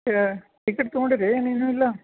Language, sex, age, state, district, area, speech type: Kannada, male, 45-60, Karnataka, Belgaum, rural, conversation